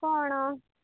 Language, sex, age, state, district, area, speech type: Odia, female, 18-30, Odisha, Sambalpur, rural, conversation